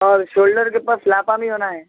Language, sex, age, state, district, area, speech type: Urdu, male, 45-60, Telangana, Hyderabad, urban, conversation